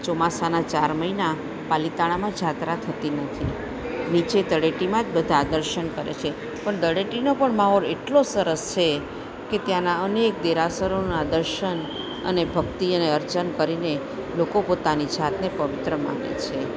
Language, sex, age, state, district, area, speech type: Gujarati, female, 45-60, Gujarat, Junagadh, urban, spontaneous